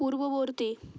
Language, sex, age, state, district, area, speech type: Bengali, female, 18-30, West Bengal, Hooghly, urban, read